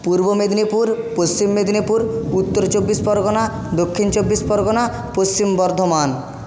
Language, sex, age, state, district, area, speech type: Bengali, male, 30-45, West Bengal, Jhargram, rural, spontaneous